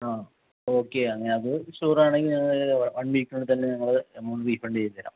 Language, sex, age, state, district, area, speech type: Malayalam, male, 30-45, Kerala, Ernakulam, rural, conversation